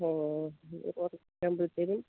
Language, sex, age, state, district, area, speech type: Malayalam, female, 60+, Kerala, Idukki, rural, conversation